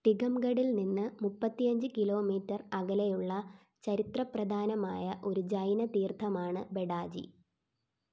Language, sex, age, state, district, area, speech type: Malayalam, female, 18-30, Kerala, Thiruvananthapuram, rural, read